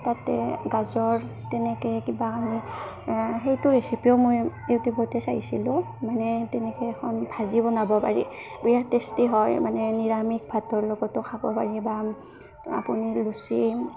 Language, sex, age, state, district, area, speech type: Assamese, female, 18-30, Assam, Barpeta, rural, spontaneous